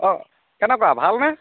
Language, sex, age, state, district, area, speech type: Assamese, male, 30-45, Assam, Jorhat, urban, conversation